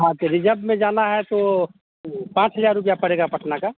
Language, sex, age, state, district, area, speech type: Hindi, male, 45-60, Bihar, Samastipur, urban, conversation